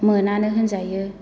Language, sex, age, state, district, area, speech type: Bodo, female, 30-45, Assam, Chirang, urban, spontaneous